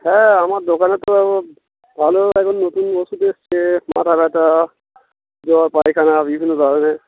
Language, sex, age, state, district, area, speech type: Bengali, male, 30-45, West Bengal, Darjeeling, urban, conversation